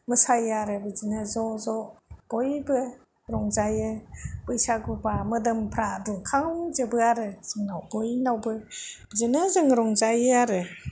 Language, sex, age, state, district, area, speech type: Bodo, female, 60+, Assam, Kokrajhar, urban, spontaneous